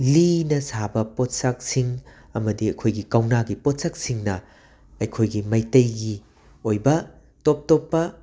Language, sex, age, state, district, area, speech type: Manipuri, male, 45-60, Manipur, Imphal West, urban, spontaneous